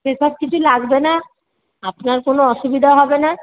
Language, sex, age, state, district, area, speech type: Bengali, female, 30-45, West Bengal, Purba Bardhaman, urban, conversation